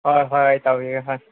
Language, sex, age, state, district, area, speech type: Manipuri, male, 18-30, Manipur, Senapati, rural, conversation